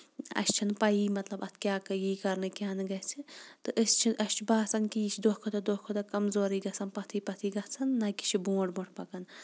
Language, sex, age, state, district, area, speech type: Kashmiri, female, 18-30, Jammu and Kashmir, Kulgam, rural, spontaneous